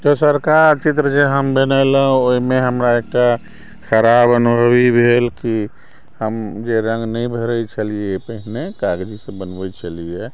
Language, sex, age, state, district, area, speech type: Maithili, male, 60+, Bihar, Sitamarhi, rural, spontaneous